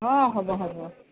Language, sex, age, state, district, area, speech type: Assamese, female, 45-60, Assam, Darrang, rural, conversation